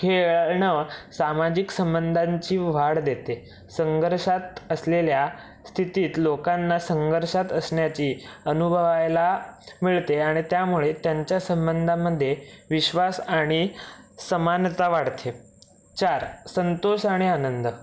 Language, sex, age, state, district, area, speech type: Marathi, male, 18-30, Maharashtra, Raigad, rural, spontaneous